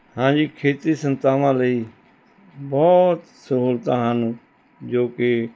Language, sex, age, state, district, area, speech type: Punjabi, male, 60+, Punjab, Rupnagar, urban, spontaneous